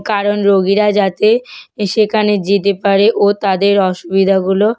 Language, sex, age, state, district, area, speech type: Bengali, female, 18-30, West Bengal, North 24 Parganas, rural, spontaneous